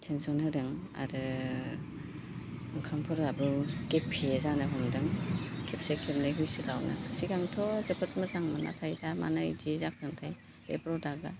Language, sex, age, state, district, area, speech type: Bodo, female, 30-45, Assam, Baksa, rural, spontaneous